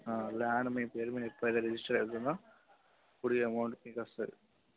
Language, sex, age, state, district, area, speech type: Telugu, male, 18-30, Telangana, Nirmal, urban, conversation